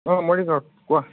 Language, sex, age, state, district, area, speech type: Assamese, male, 30-45, Assam, Morigaon, rural, conversation